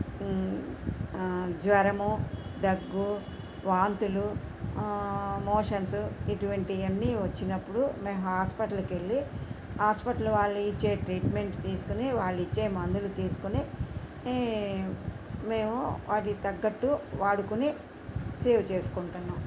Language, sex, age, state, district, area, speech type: Telugu, female, 60+, Andhra Pradesh, Krishna, rural, spontaneous